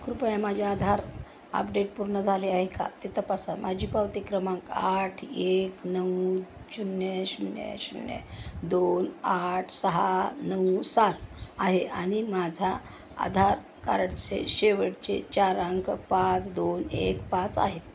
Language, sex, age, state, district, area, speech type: Marathi, female, 60+, Maharashtra, Osmanabad, rural, read